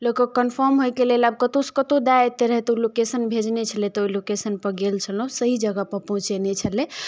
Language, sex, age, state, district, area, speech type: Maithili, female, 18-30, Bihar, Darbhanga, rural, spontaneous